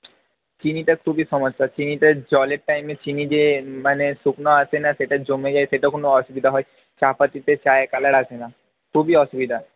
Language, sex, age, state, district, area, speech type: Bengali, male, 30-45, West Bengal, Purba Bardhaman, urban, conversation